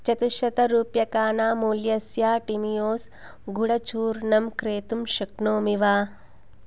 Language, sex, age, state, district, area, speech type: Sanskrit, female, 30-45, Telangana, Hyderabad, rural, read